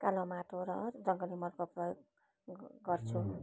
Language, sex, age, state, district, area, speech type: Nepali, female, 45-60, West Bengal, Darjeeling, rural, spontaneous